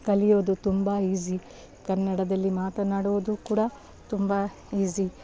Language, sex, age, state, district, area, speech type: Kannada, female, 30-45, Karnataka, Bidar, urban, spontaneous